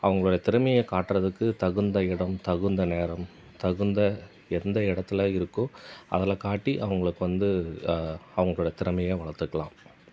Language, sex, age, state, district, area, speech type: Tamil, male, 30-45, Tamil Nadu, Tiruvannamalai, rural, spontaneous